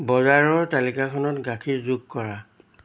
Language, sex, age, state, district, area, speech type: Assamese, male, 60+, Assam, Charaideo, urban, read